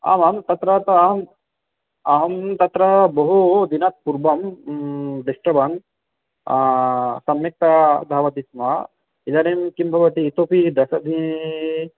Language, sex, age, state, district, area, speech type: Sanskrit, male, 18-30, West Bengal, Purba Bardhaman, rural, conversation